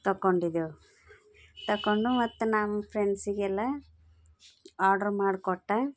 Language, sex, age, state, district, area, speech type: Kannada, female, 30-45, Karnataka, Bidar, urban, spontaneous